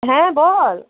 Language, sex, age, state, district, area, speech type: Bengali, female, 30-45, West Bengal, Alipurduar, rural, conversation